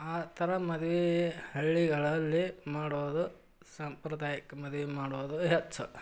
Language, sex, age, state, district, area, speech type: Kannada, male, 45-60, Karnataka, Gadag, rural, spontaneous